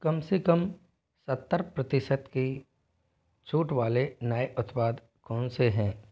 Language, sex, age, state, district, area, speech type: Hindi, male, 18-30, Rajasthan, Jodhpur, rural, read